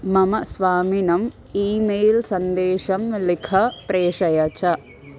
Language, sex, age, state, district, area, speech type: Sanskrit, female, 18-30, Andhra Pradesh, N T Rama Rao, urban, read